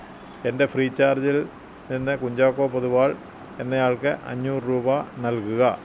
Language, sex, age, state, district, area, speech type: Malayalam, male, 60+, Kerala, Kottayam, rural, read